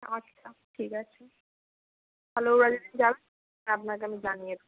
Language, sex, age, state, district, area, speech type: Bengali, female, 18-30, West Bengal, Purba Medinipur, rural, conversation